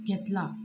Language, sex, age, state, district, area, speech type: Goan Konkani, female, 30-45, Goa, Canacona, rural, spontaneous